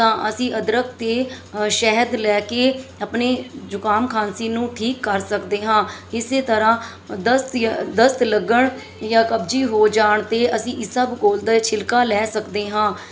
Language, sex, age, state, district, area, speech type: Punjabi, female, 30-45, Punjab, Mansa, urban, spontaneous